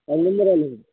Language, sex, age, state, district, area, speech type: Bengali, male, 18-30, West Bengal, Birbhum, urban, conversation